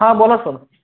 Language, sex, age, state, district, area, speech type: Marathi, male, 30-45, Maharashtra, Beed, rural, conversation